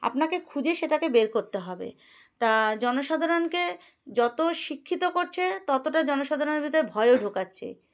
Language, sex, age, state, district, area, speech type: Bengali, female, 30-45, West Bengal, Darjeeling, urban, spontaneous